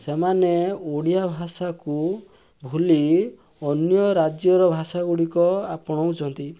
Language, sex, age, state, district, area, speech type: Odia, male, 18-30, Odisha, Balasore, rural, spontaneous